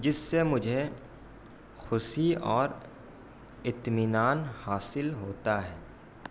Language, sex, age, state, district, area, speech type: Urdu, male, 18-30, Bihar, Gaya, rural, spontaneous